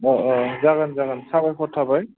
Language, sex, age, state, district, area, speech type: Bodo, male, 18-30, Assam, Udalguri, urban, conversation